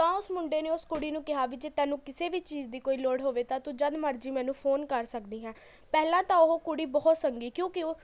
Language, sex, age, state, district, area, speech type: Punjabi, female, 18-30, Punjab, Patiala, urban, spontaneous